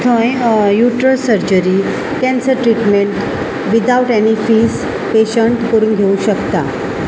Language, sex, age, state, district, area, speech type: Goan Konkani, female, 45-60, Goa, Salcete, urban, spontaneous